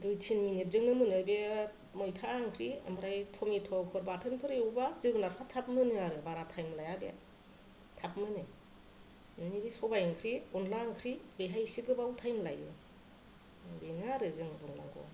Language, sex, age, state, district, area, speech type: Bodo, female, 45-60, Assam, Kokrajhar, rural, spontaneous